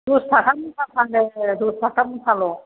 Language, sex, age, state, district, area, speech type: Bodo, female, 45-60, Assam, Chirang, rural, conversation